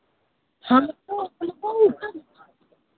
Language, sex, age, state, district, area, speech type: Hindi, female, 60+, Uttar Pradesh, Lucknow, rural, conversation